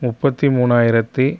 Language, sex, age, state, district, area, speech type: Tamil, male, 30-45, Tamil Nadu, Pudukkottai, rural, spontaneous